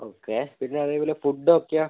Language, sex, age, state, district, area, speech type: Malayalam, male, 30-45, Kerala, Wayanad, rural, conversation